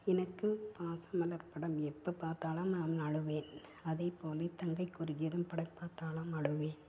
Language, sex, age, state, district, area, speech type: Tamil, female, 45-60, Tamil Nadu, Tiruppur, urban, spontaneous